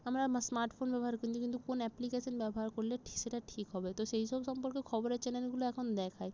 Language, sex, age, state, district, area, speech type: Bengali, female, 30-45, West Bengal, Jalpaiguri, rural, spontaneous